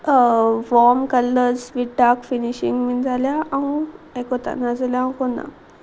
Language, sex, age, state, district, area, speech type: Goan Konkani, female, 18-30, Goa, Salcete, rural, spontaneous